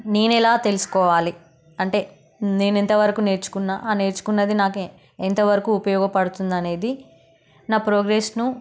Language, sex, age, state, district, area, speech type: Telugu, female, 30-45, Telangana, Peddapalli, rural, spontaneous